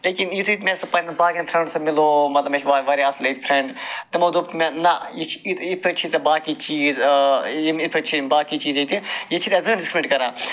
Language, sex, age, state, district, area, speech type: Kashmiri, male, 45-60, Jammu and Kashmir, Srinagar, rural, spontaneous